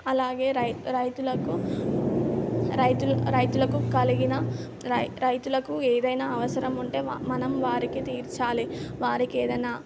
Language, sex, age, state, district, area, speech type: Telugu, female, 18-30, Telangana, Mahbubnagar, urban, spontaneous